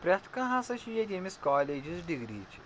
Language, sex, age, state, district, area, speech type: Kashmiri, male, 30-45, Jammu and Kashmir, Pulwama, rural, spontaneous